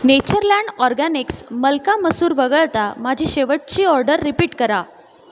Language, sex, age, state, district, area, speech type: Marathi, female, 30-45, Maharashtra, Buldhana, urban, read